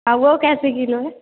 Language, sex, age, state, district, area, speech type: Hindi, female, 18-30, Bihar, Vaishali, rural, conversation